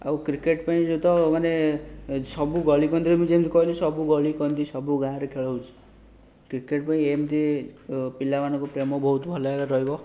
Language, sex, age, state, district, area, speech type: Odia, male, 18-30, Odisha, Puri, urban, spontaneous